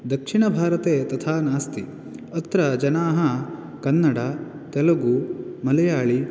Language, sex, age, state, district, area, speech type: Sanskrit, male, 18-30, Karnataka, Uttara Kannada, rural, spontaneous